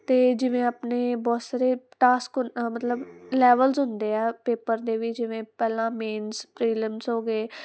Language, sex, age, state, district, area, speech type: Punjabi, female, 18-30, Punjab, Muktsar, urban, spontaneous